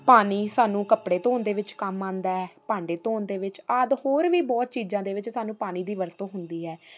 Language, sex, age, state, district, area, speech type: Punjabi, female, 18-30, Punjab, Faridkot, urban, spontaneous